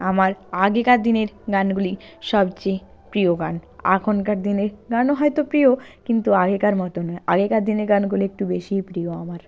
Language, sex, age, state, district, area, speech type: Bengali, female, 45-60, West Bengal, Purba Medinipur, rural, spontaneous